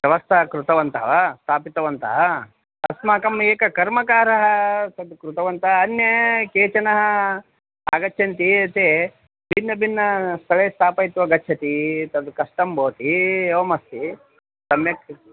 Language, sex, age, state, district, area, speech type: Sanskrit, male, 45-60, Karnataka, Vijayapura, urban, conversation